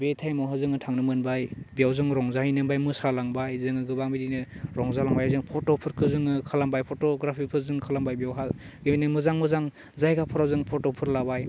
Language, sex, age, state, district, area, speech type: Bodo, male, 18-30, Assam, Udalguri, urban, spontaneous